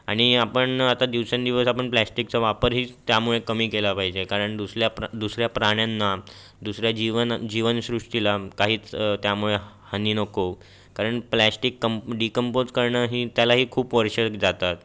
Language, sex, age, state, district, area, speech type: Marathi, male, 18-30, Maharashtra, Raigad, urban, spontaneous